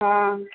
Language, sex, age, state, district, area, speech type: Maithili, female, 30-45, Bihar, Sitamarhi, urban, conversation